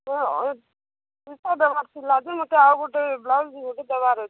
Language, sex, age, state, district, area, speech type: Odia, female, 18-30, Odisha, Kalahandi, rural, conversation